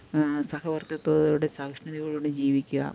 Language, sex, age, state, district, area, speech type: Malayalam, female, 45-60, Kerala, Pathanamthitta, rural, spontaneous